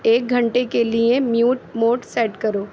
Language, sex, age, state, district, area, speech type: Urdu, female, 30-45, Delhi, Central Delhi, urban, read